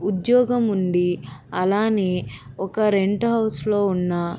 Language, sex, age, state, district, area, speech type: Telugu, female, 18-30, Andhra Pradesh, Vizianagaram, urban, spontaneous